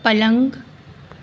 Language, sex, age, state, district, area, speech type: Hindi, female, 30-45, Madhya Pradesh, Chhindwara, urban, read